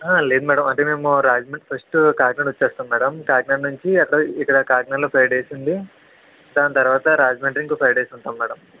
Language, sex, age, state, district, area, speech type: Telugu, male, 60+, Andhra Pradesh, Kakinada, rural, conversation